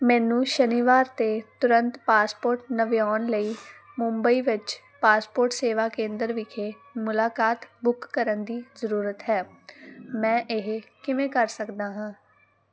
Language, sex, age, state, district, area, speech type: Punjabi, female, 18-30, Punjab, Muktsar, urban, read